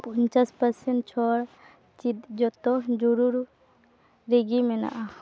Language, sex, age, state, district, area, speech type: Santali, female, 18-30, West Bengal, Dakshin Dinajpur, rural, read